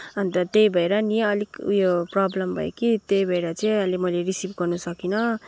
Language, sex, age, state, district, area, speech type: Nepali, female, 30-45, West Bengal, Kalimpong, rural, spontaneous